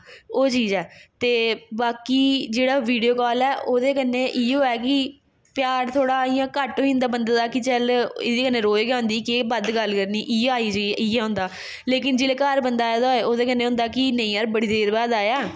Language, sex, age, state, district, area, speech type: Dogri, female, 18-30, Jammu and Kashmir, Jammu, urban, spontaneous